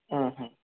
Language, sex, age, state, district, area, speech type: Kannada, male, 18-30, Karnataka, Davanagere, urban, conversation